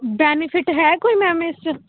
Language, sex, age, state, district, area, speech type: Punjabi, female, 18-30, Punjab, Muktsar, rural, conversation